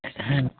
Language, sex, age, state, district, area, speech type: Hindi, male, 60+, Uttar Pradesh, Ayodhya, rural, conversation